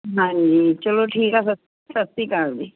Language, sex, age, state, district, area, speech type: Punjabi, female, 60+, Punjab, Muktsar, urban, conversation